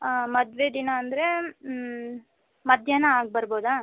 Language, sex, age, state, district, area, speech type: Kannada, female, 18-30, Karnataka, Chikkaballapur, rural, conversation